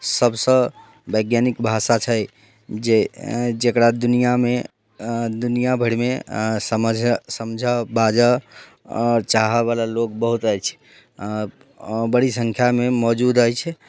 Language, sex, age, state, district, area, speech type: Maithili, male, 30-45, Bihar, Muzaffarpur, rural, spontaneous